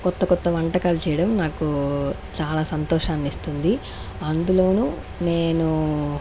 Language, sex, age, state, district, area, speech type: Telugu, female, 30-45, Andhra Pradesh, Chittoor, rural, spontaneous